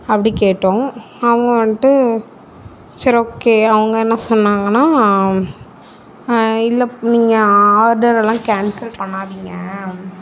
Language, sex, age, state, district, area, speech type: Tamil, female, 30-45, Tamil Nadu, Mayiladuthurai, urban, spontaneous